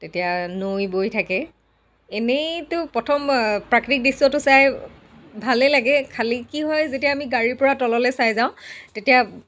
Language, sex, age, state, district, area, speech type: Assamese, female, 60+, Assam, Dhemaji, rural, spontaneous